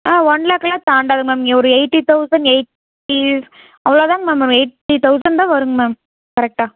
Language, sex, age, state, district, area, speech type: Tamil, female, 18-30, Tamil Nadu, Erode, rural, conversation